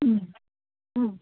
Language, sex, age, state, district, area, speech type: Kannada, female, 30-45, Karnataka, Gadag, rural, conversation